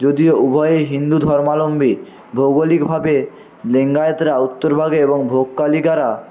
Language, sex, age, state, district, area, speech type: Bengali, male, 45-60, West Bengal, Paschim Medinipur, rural, spontaneous